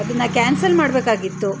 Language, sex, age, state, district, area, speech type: Kannada, female, 45-60, Karnataka, Shimoga, rural, spontaneous